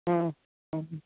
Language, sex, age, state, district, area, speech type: Tamil, female, 60+, Tamil Nadu, Mayiladuthurai, rural, conversation